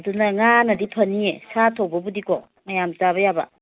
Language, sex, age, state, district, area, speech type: Manipuri, female, 60+, Manipur, Imphal East, rural, conversation